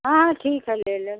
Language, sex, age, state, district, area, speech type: Hindi, female, 60+, Uttar Pradesh, Hardoi, rural, conversation